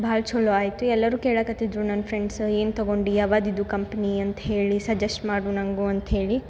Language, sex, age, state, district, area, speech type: Kannada, female, 18-30, Karnataka, Gulbarga, urban, spontaneous